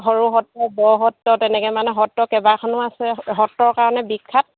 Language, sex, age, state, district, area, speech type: Assamese, female, 60+, Assam, Dhemaji, rural, conversation